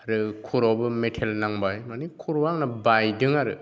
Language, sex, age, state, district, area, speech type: Bodo, male, 30-45, Assam, Kokrajhar, rural, spontaneous